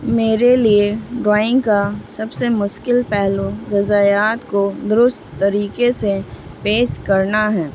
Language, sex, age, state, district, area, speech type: Urdu, female, 18-30, Bihar, Gaya, urban, spontaneous